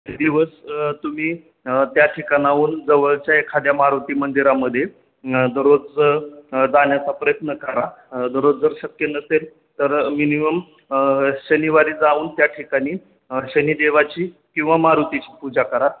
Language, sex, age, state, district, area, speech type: Marathi, male, 18-30, Maharashtra, Osmanabad, rural, conversation